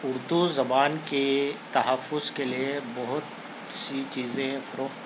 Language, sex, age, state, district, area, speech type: Urdu, male, 30-45, Telangana, Hyderabad, urban, spontaneous